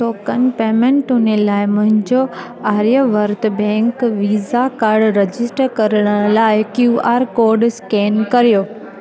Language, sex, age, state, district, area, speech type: Sindhi, female, 18-30, Gujarat, Junagadh, rural, read